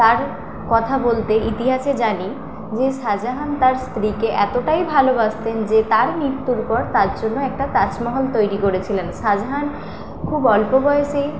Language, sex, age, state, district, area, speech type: Bengali, female, 18-30, West Bengal, Paschim Medinipur, rural, spontaneous